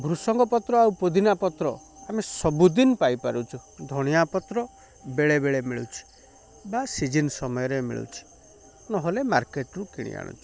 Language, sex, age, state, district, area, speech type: Odia, male, 30-45, Odisha, Kendrapara, urban, spontaneous